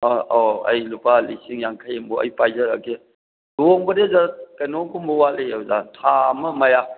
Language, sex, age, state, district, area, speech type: Manipuri, male, 60+, Manipur, Thoubal, rural, conversation